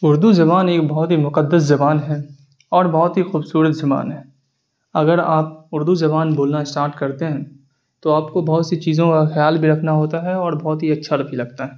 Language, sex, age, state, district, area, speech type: Urdu, male, 18-30, Bihar, Darbhanga, rural, spontaneous